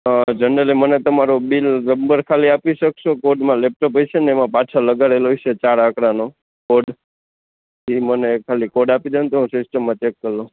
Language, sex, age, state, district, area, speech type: Gujarati, male, 18-30, Gujarat, Junagadh, urban, conversation